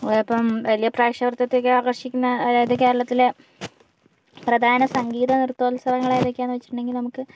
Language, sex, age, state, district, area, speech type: Malayalam, female, 45-60, Kerala, Kozhikode, urban, spontaneous